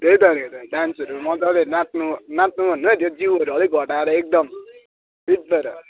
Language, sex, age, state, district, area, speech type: Nepali, male, 30-45, West Bengal, Kalimpong, rural, conversation